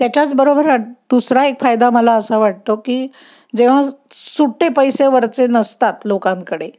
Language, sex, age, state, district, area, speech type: Marathi, female, 60+, Maharashtra, Pune, urban, spontaneous